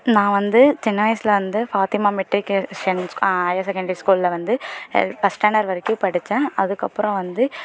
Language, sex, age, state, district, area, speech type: Tamil, female, 18-30, Tamil Nadu, Perambalur, rural, spontaneous